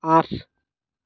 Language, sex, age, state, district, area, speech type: Assamese, male, 45-60, Assam, Dhemaji, rural, read